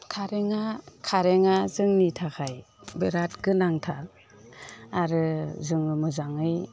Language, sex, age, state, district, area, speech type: Bodo, female, 45-60, Assam, Udalguri, rural, spontaneous